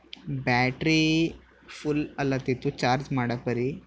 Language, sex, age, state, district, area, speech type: Kannada, male, 18-30, Karnataka, Bidar, urban, spontaneous